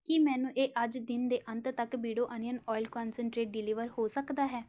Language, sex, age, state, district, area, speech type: Punjabi, female, 18-30, Punjab, Tarn Taran, rural, read